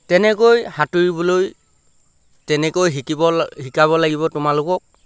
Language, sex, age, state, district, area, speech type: Assamese, male, 30-45, Assam, Lakhimpur, rural, spontaneous